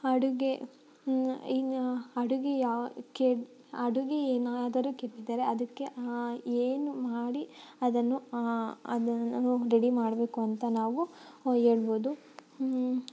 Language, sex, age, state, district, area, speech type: Kannada, female, 30-45, Karnataka, Tumkur, rural, spontaneous